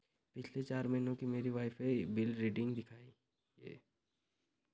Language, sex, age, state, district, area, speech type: Hindi, male, 30-45, Madhya Pradesh, Betul, rural, read